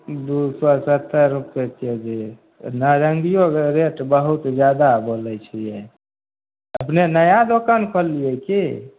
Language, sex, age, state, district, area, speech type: Maithili, male, 18-30, Bihar, Begusarai, rural, conversation